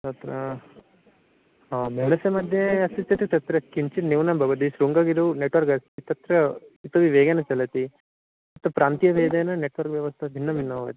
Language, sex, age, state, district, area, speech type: Sanskrit, male, 18-30, Odisha, Bhadrak, rural, conversation